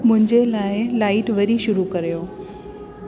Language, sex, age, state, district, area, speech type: Sindhi, female, 30-45, Delhi, South Delhi, urban, read